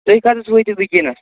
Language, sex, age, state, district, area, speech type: Kashmiri, male, 18-30, Jammu and Kashmir, Kupwara, rural, conversation